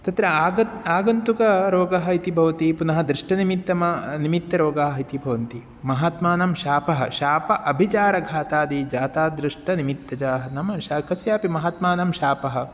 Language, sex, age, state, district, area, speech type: Sanskrit, male, 30-45, Kerala, Ernakulam, rural, spontaneous